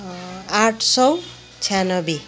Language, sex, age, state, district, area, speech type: Nepali, female, 30-45, West Bengal, Kalimpong, rural, spontaneous